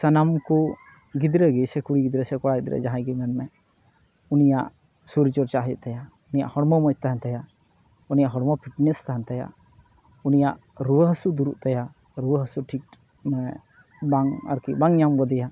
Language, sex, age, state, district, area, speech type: Santali, male, 30-45, West Bengal, Malda, rural, spontaneous